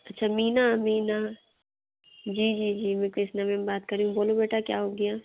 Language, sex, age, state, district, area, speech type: Hindi, female, 60+, Madhya Pradesh, Bhopal, urban, conversation